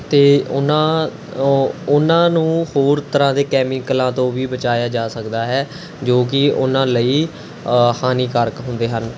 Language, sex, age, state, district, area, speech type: Punjabi, male, 18-30, Punjab, Mohali, rural, spontaneous